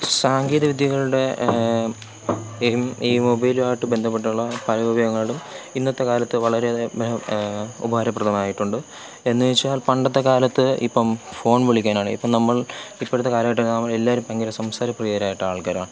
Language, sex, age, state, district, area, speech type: Malayalam, male, 18-30, Kerala, Thiruvananthapuram, rural, spontaneous